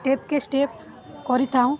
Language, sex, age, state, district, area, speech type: Odia, female, 18-30, Odisha, Balangir, urban, spontaneous